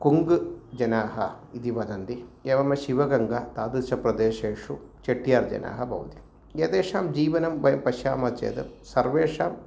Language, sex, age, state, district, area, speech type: Sanskrit, male, 45-60, Kerala, Thrissur, urban, spontaneous